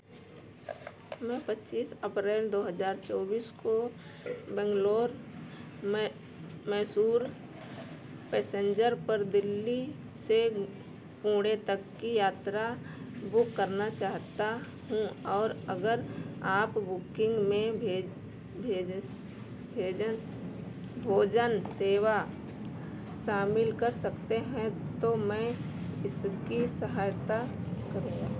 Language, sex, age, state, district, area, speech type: Hindi, female, 60+, Uttar Pradesh, Ayodhya, urban, read